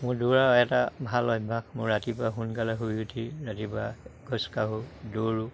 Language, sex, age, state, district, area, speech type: Assamese, male, 60+, Assam, Lakhimpur, urban, spontaneous